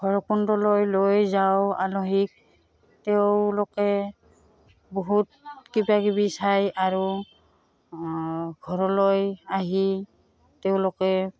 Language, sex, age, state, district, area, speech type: Assamese, female, 45-60, Assam, Udalguri, rural, spontaneous